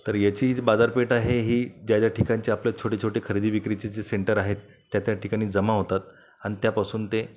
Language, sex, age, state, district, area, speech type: Marathi, male, 45-60, Maharashtra, Buldhana, rural, spontaneous